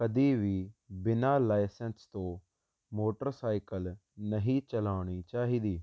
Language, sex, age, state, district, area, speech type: Punjabi, male, 18-30, Punjab, Jalandhar, urban, spontaneous